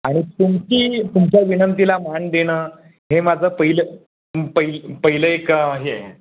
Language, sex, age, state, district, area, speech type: Marathi, male, 30-45, Maharashtra, Raigad, rural, conversation